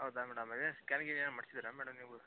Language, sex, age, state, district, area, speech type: Kannada, male, 18-30, Karnataka, Koppal, urban, conversation